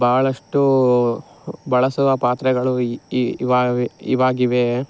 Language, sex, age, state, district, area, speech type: Kannada, male, 45-60, Karnataka, Chikkaballapur, rural, spontaneous